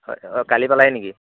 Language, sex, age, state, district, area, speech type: Assamese, male, 30-45, Assam, Morigaon, rural, conversation